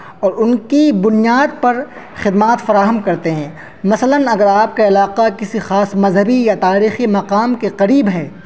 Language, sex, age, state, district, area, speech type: Urdu, male, 18-30, Uttar Pradesh, Saharanpur, urban, spontaneous